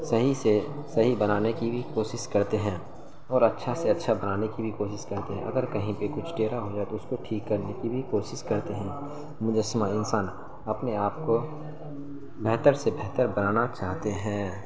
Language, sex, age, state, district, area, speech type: Urdu, male, 18-30, Bihar, Saharsa, rural, spontaneous